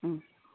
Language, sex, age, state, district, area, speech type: Manipuri, female, 45-60, Manipur, Kangpokpi, urban, conversation